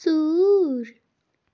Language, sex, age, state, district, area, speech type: Kashmiri, female, 18-30, Jammu and Kashmir, Baramulla, rural, read